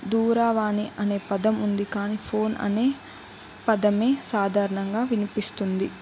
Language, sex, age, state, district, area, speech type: Telugu, female, 18-30, Telangana, Jayashankar, urban, spontaneous